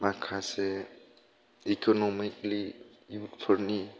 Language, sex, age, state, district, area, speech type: Bodo, male, 30-45, Assam, Kokrajhar, rural, spontaneous